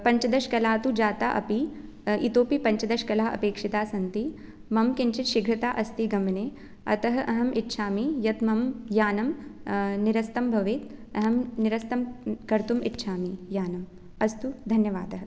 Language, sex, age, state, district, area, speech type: Sanskrit, female, 18-30, Rajasthan, Jaipur, urban, spontaneous